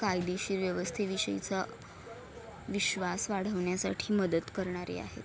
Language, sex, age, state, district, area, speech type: Marathi, female, 18-30, Maharashtra, Mumbai Suburban, urban, spontaneous